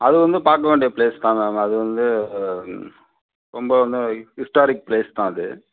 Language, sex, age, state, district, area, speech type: Tamil, male, 30-45, Tamil Nadu, Mayiladuthurai, rural, conversation